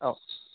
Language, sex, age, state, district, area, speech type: Bodo, male, 18-30, Assam, Kokrajhar, rural, conversation